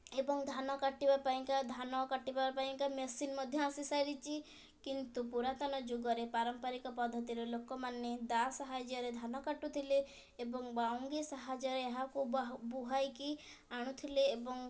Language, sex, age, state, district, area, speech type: Odia, female, 18-30, Odisha, Kendrapara, urban, spontaneous